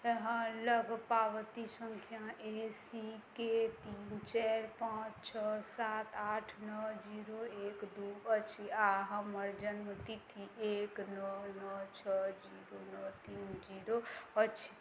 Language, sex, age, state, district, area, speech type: Maithili, female, 30-45, Bihar, Madhubani, rural, read